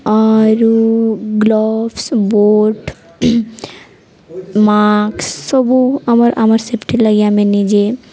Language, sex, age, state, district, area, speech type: Odia, female, 18-30, Odisha, Nuapada, urban, spontaneous